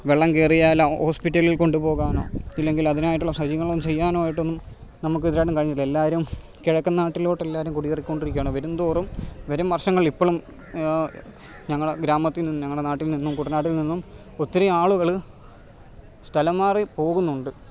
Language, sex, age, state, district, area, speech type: Malayalam, male, 30-45, Kerala, Alappuzha, rural, spontaneous